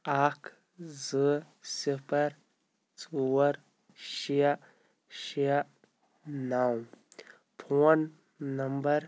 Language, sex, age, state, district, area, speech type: Kashmiri, male, 30-45, Jammu and Kashmir, Shopian, rural, read